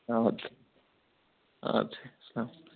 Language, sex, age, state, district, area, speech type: Kashmiri, male, 30-45, Jammu and Kashmir, Kupwara, rural, conversation